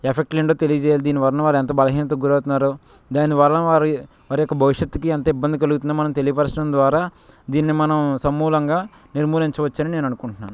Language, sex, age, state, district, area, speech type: Telugu, male, 18-30, Andhra Pradesh, West Godavari, rural, spontaneous